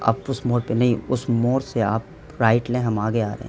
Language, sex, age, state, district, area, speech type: Urdu, male, 18-30, Bihar, Saharsa, rural, spontaneous